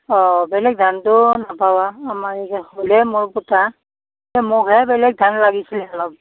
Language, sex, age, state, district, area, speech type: Assamese, female, 45-60, Assam, Darrang, rural, conversation